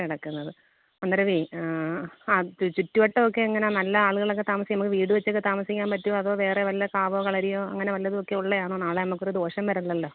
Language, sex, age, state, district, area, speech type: Malayalam, female, 30-45, Kerala, Kollam, urban, conversation